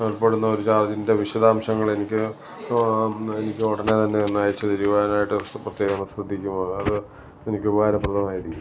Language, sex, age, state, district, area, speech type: Malayalam, male, 45-60, Kerala, Alappuzha, rural, spontaneous